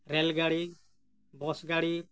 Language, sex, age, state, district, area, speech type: Santali, male, 60+, Jharkhand, Bokaro, rural, spontaneous